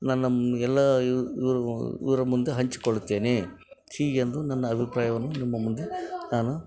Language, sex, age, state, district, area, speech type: Kannada, male, 60+, Karnataka, Koppal, rural, spontaneous